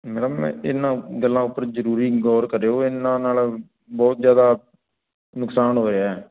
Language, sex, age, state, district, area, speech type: Punjabi, male, 18-30, Punjab, Fazilka, rural, conversation